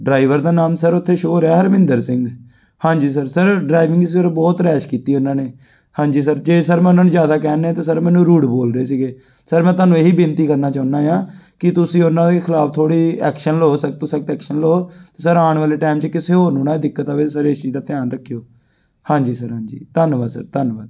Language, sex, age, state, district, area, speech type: Punjabi, male, 18-30, Punjab, Amritsar, urban, spontaneous